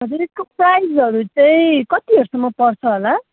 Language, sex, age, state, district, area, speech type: Nepali, female, 30-45, West Bengal, Jalpaiguri, urban, conversation